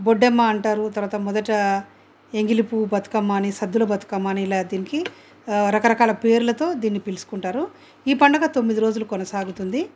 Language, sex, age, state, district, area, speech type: Telugu, female, 60+, Telangana, Hyderabad, urban, spontaneous